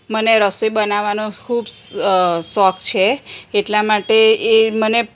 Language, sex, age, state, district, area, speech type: Gujarati, female, 45-60, Gujarat, Kheda, rural, spontaneous